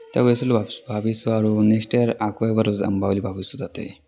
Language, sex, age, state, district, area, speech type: Assamese, male, 18-30, Assam, Barpeta, rural, spontaneous